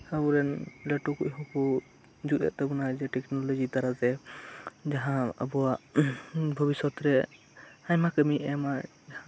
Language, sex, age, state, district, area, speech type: Santali, male, 18-30, West Bengal, Birbhum, rural, spontaneous